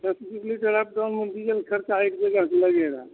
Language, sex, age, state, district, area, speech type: Hindi, male, 60+, Bihar, Begusarai, urban, conversation